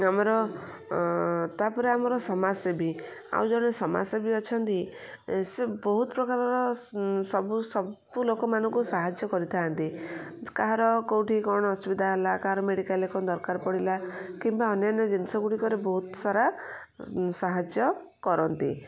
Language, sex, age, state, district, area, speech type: Odia, female, 45-60, Odisha, Kendujhar, urban, spontaneous